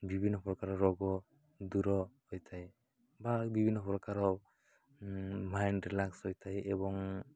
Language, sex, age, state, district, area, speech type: Odia, male, 18-30, Odisha, Nabarangpur, urban, spontaneous